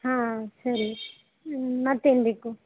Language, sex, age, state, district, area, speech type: Kannada, female, 18-30, Karnataka, Gadag, rural, conversation